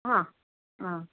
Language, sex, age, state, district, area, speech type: Tamil, female, 45-60, Tamil Nadu, Viluppuram, rural, conversation